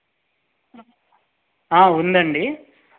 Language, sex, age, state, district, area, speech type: Telugu, male, 30-45, Andhra Pradesh, Chittoor, urban, conversation